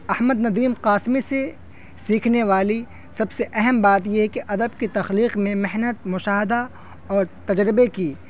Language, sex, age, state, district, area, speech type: Urdu, male, 18-30, Uttar Pradesh, Saharanpur, urban, spontaneous